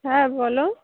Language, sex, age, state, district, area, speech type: Bengali, female, 18-30, West Bengal, Darjeeling, urban, conversation